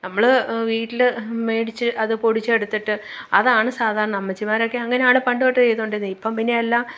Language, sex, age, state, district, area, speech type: Malayalam, female, 45-60, Kerala, Pathanamthitta, urban, spontaneous